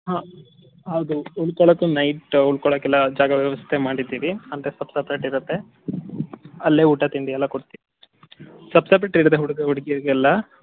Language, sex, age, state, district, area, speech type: Kannada, male, 45-60, Karnataka, Tumkur, rural, conversation